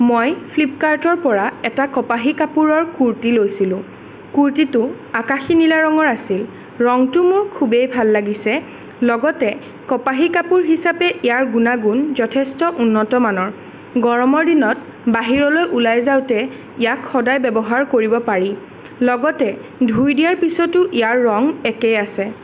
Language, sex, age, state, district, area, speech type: Assamese, female, 18-30, Assam, Sonitpur, urban, spontaneous